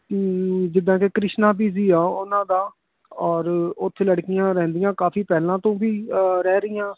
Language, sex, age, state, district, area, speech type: Punjabi, male, 30-45, Punjab, Hoshiarpur, urban, conversation